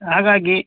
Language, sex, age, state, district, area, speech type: Kannada, male, 30-45, Karnataka, Shimoga, rural, conversation